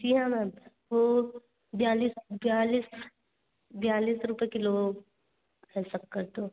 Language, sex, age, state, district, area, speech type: Hindi, female, 18-30, Madhya Pradesh, Betul, urban, conversation